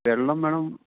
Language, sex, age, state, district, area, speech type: Malayalam, male, 30-45, Kerala, Idukki, rural, conversation